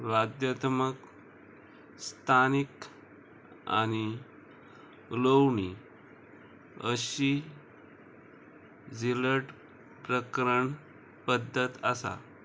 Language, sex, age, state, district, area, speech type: Goan Konkani, male, 30-45, Goa, Murmgao, rural, spontaneous